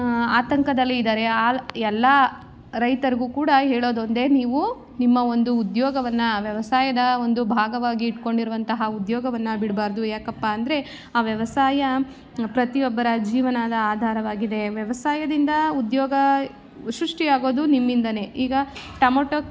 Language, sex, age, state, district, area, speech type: Kannada, female, 30-45, Karnataka, Mandya, rural, spontaneous